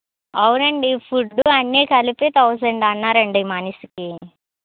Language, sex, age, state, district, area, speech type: Telugu, female, 30-45, Andhra Pradesh, Vizianagaram, rural, conversation